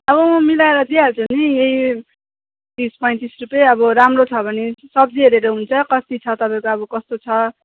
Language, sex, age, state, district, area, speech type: Nepali, female, 18-30, West Bengal, Darjeeling, rural, conversation